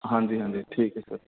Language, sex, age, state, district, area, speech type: Punjabi, male, 18-30, Punjab, Bathinda, rural, conversation